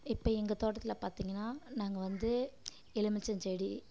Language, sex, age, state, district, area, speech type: Tamil, female, 30-45, Tamil Nadu, Kallakurichi, rural, spontaneous